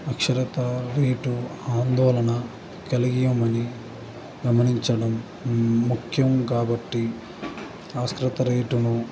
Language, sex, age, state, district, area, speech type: Telugu, male, 18-30, Andhra Pradesh, Guntur, urban, spontaneous